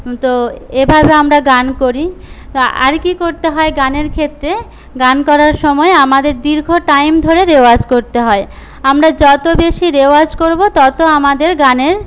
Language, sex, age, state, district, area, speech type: Bengali, female, 18-30, West Bengal, Paschim Medinipur, rural, spontaneous